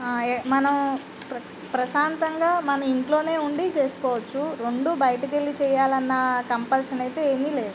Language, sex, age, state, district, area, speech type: Telugu, female, 45-60, Andhra Pradesh, Eluru, urban, spontaneous